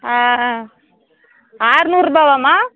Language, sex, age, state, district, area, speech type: Tamil, female, 30-45, Tamil Nadu, Tirupattur, rural, conversation